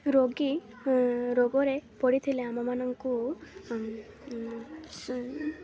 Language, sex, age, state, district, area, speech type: Odia, female, 18-30, Odisha, Malkangiri, urban, spontaneous